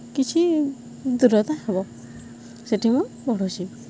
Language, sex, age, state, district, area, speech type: Odia, female, 45-60, Odisha, Balangir, urban, spontaneous